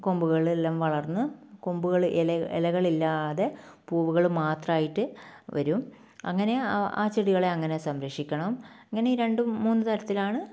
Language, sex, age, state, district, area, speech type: Malayalam, female, 30-45, Kerala, Kannur, rural, spontaneous